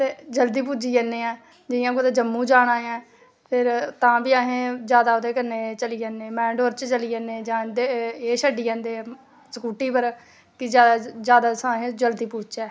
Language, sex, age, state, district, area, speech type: Dogri, female, 30-45, Jammu and Kashmir, Samba, rural, spontaneous